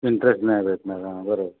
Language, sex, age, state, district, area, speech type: Marathi, male, 45-60, Maharashtra, Thane, rural, conversation